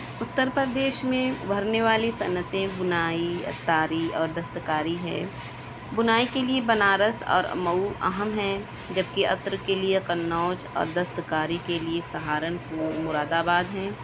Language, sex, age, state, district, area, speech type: Urdu, female, 18-30, Uttar Pradesh, Mau, urban, spontaneous